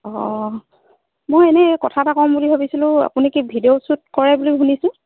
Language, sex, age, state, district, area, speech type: Assamese, female, 30-45, Assam, Dhemaji, rural, conversation